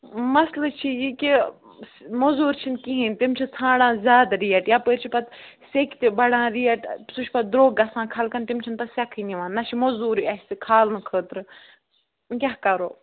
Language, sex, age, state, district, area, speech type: Kashmiri, female, 30-45, Jammu and Kashmir, Ganderbal, rural, conversation